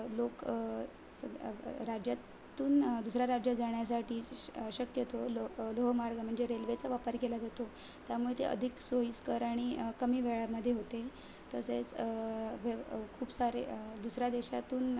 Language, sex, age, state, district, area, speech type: Marathi, female, 18-30, Maharashtra, Ratnagiri, rural, spontaneous